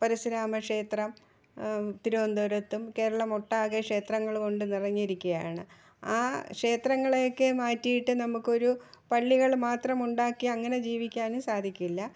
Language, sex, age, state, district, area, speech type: Malayalam, female, 60+, Kerala, Thiruvananthapuram, urban, spontaneous